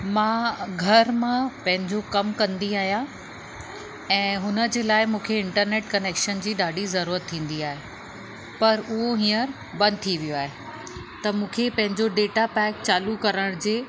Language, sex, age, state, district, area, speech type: Sindhi, female, 60+, Uttar Pradesh, Lucknow, urban, spontaneous